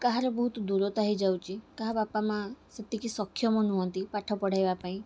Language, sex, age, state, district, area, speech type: Odia, female, 18-30, Odisha, Balasore, rural, spontaneous